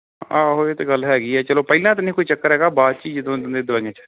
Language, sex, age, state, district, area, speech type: Punjabi, male, 30-45, Punjab, Gurdaspur, rural, conversation